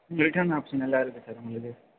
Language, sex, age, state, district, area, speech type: Tamil, male, 18-30, Tamil Nadu, Ranipet, urban, conversation